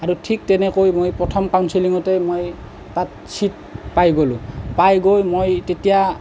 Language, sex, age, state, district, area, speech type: Assamese, male, 18-30, Assam, Nalbari, rural, spontaneous